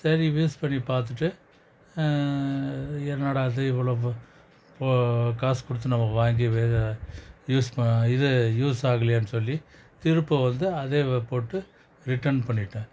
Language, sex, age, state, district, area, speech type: Tamil, male, 45-60, Tamil Nadu, Krishnagiri, rural, spontaneous